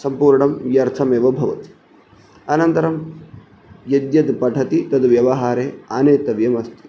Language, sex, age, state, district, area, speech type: Sanskrit, male, 30-45, Telangana, Hyderabad, urban, spontaneous